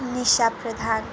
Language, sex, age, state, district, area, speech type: Nepali, female, 45-60, West Bengal, Kalimpong, rural, spontaneous